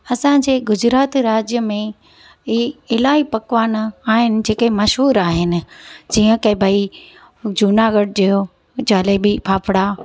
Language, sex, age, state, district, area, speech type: Sindhi, female, 30-45, Gujarat, Junagadh, urban, spontaneous